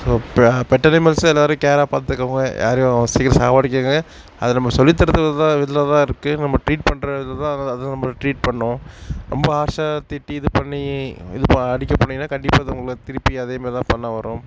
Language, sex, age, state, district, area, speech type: Tamil, male, 60+, Tamil Nadu, Mayiladuthurai, rural, spontaneous